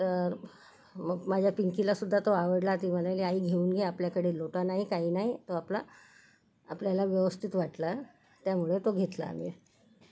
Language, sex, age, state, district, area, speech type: Marathi, female, 60+, Maharashtra, Nagpur, urban, spontaneous